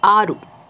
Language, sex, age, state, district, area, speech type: Kannada, female, 30-45, Karnataka, Davanagere, urban, read